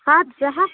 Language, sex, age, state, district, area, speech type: Kashmiri, female, 18-30, Jammu and Kashmir, Budgam, rural, conversation